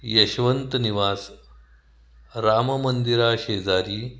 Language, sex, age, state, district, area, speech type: Marathi, male, 60+, Maharashtra, Kolhapur, urban, spontaneous